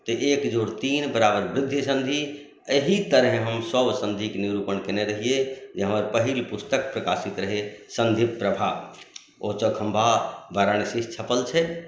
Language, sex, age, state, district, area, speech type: Maithili, male, 45-60, Bihar, Madhubani, urban, spontaneous